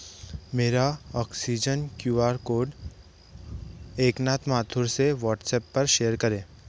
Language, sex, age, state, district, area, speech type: Hindi, male, 30-45, Madhya Pradesh, Betul, rural, read